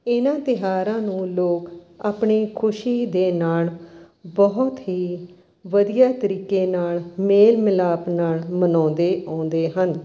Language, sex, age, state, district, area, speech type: Punjabi, female, 60+, Punjab, Mohali, urban, spontaneous